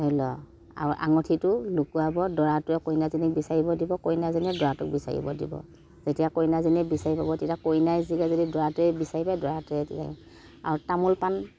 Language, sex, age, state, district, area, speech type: Assamese, female, 60+, Assam, Morigaon, rural, spontaneous